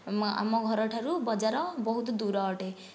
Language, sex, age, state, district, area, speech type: Odia, female, 30-45, Odisha, Nayagarh, rural, spontaneous